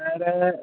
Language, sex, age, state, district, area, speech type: Malayalam, male, 30-45, Kerala, Palakkad, rural, conversation